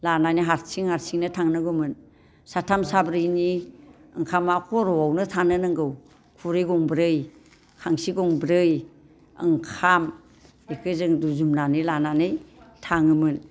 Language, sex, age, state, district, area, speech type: Bodo, female, 60+, Assam, Baksa, urban, spontaneous